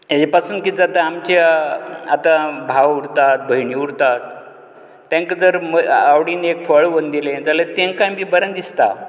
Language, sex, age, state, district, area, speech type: Goan Konkani, male, 60+, Goa, Canacona, rural, spontaneous